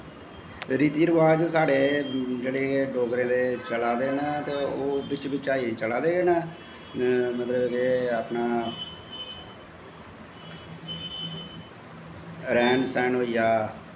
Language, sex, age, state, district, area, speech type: Dogri, male, 45-60, Jammu and Kashmir, Jammu, urban, spontaneous